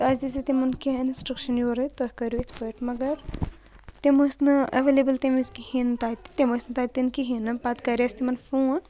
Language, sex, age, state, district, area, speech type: Kashmiri, female, 18-30, Jammu and Kashmir, Budgam, urban, spontaneous